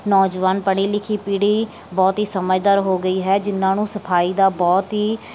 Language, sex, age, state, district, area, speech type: Punjabi, female, 30-45, Punjab, Bathinda, rural, spontaneous